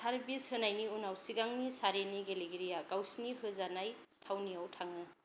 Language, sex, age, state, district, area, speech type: Bodo, female, 30-45, Assam, Kokrajhar, rural, read